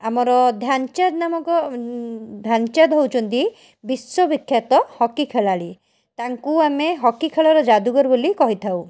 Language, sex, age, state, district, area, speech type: Odia, female, 30-45, Odisha, Cuttack, urban, spontaneous